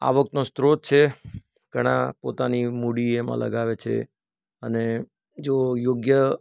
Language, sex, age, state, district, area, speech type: Gujarati, male, 45-60, Gujarat, Surat, rural, spontaneous